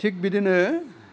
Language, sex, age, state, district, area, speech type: Bodo, male, 60+, Assam, Udalguri, urban, spontaneous